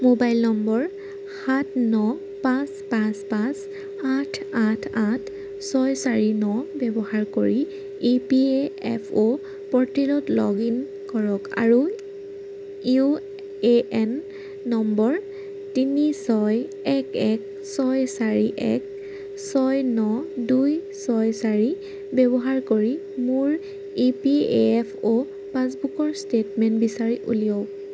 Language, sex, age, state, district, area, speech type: Assamese, female, 18-30, Assam, Jorhat, urban, read